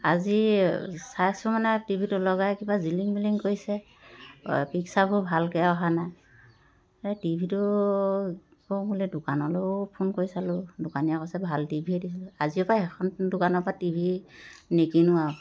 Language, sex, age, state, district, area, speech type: Assamese, female, 30-45, Assam, Dhemaji, urban, spontaneous